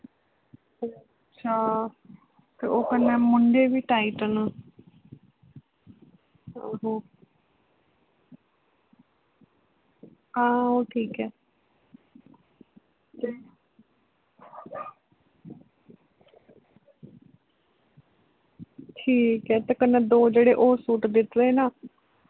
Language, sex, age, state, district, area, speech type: Dogri, female, 30-45, Jammu and Kashmir, Kathua, rural, conversation